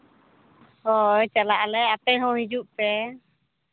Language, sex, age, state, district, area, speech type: Santali, female, 30-45, Jharkhand, Seraikela Kharsawan, rural, conversation